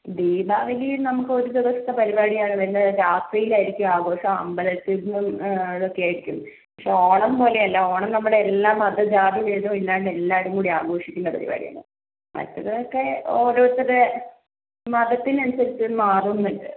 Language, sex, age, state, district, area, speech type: Malayalam, female, 45-60, Kerala, Kozhikode, urban, conversation